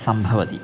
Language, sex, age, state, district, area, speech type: Sanskrit, male, 18-30, Kerala, Kozhikode, rural, spontaneous